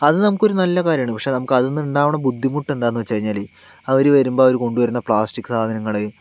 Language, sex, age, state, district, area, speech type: Malayalam, male, 60+, Kerala, Palakkad, rural, spontaneous